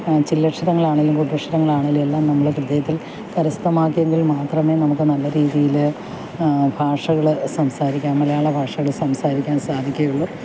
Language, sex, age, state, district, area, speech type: Malayalam, female, 60+, Kerala, Alappuzha, rural, spontaneous